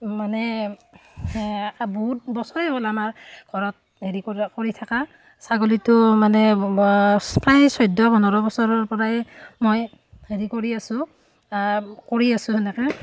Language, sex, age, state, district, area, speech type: Assamese, female, 30-45, Assam, Udalguri, rural, spontaneous